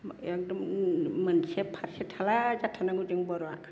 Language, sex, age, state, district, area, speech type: Bodo, female, 60+, Assam, Baksa, urban, spontaneous